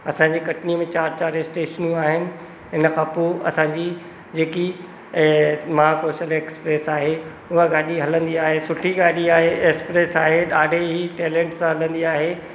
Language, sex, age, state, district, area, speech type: Sindhi, male, 30-45, Madhya Pradesh, Katni, rural, spontaneous